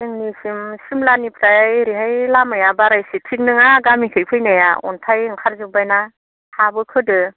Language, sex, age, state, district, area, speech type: Bodo, female, 45-60, Assam, Baksa, rural, conversation